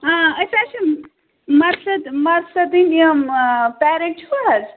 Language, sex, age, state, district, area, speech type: Kashmiri, female, 30-45, Jammu and Kashmir, Pulwama, urban, conversation